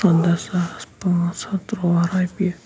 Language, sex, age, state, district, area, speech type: Kashmiri, male, 18-30, Jammu and Kashmir, Shopian, rural, spontaneous